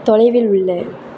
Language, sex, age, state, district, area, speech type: Tamil, female, 18-30, Tamil Nadu, Thanjavur, urban, read